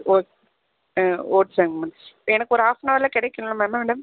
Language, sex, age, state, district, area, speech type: Tamil, female, 30-45, Tamil Nadu, Viluppuram, urban, conversation